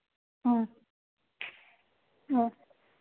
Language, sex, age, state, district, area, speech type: Manipuri, female, 18-30, Manipur, Churachandpur, rural, conversation